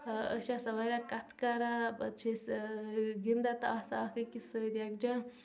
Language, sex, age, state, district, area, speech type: Kashmiri, female, 18-30, Jammu and Kashmir, Bandipora, rural, spontaneous